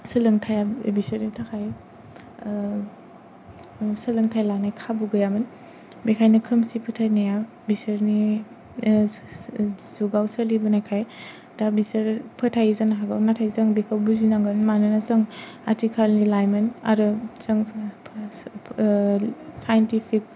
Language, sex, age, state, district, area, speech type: Bodo, female, 18-30, Assam, Kokrajhar, rural, spontaneous